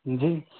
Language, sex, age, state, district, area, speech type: Hindi, male, 45-60, Uttar Pradesh, Ayodhya, rural, conversation